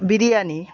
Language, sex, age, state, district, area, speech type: Bengali, male, 30-45, West Bengal, Birbhum, urban, spontaneous